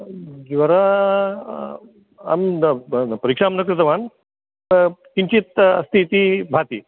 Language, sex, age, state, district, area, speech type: Sanskrit, male, 60+, Karnataka, Dharwad, rural, conversation